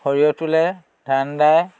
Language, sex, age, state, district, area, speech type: Assamese, male, 60+, Assam, Dhemaji, rural, spontaneous